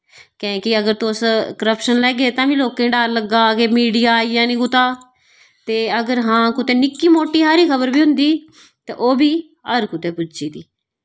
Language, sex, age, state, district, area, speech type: Dogri, female, 30-45, Jammu and Kashmir, Udhampur, rural, spontaneous